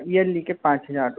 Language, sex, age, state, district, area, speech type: Hindi, male, 30-45, Madhya Pradesh, Hoshangabad, urban, conversation